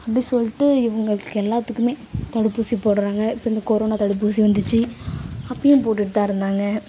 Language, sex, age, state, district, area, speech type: Tamil, female, 18-30, Tamil Nadu, Kallakurichi, urban, spontaneous